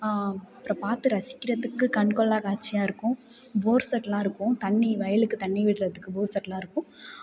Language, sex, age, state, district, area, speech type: Tamil, female, 18-30, Tamil Nadu, Tiruvarur, rural, spontaneous